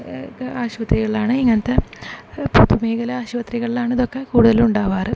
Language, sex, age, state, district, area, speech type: Malayalam, female, 18-30, Kerala, Thrissur, urban, spontaneous